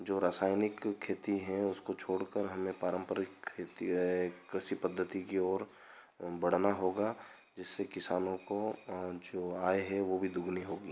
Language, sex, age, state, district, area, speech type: Hindi, male, 30-45, Madhya Pradesh, Ujjain, rural, spontaneous